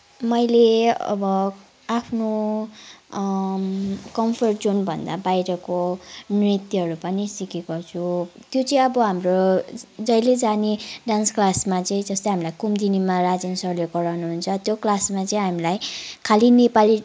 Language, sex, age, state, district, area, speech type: Nepali, female, 18-30, West Bengal, Kalimpong, rural, spontaneous